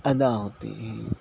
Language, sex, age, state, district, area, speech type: Urdu, male, 18-30, Telangana, Hyderabad, urban, spontaneous